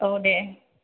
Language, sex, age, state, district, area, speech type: Bodo, female, 18-30, Assam, Chirang, urban, conversation